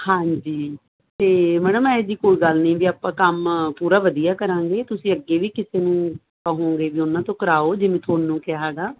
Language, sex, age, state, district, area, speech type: Punjabi, female, 30-45, Punjab, Barnala, rural, conversation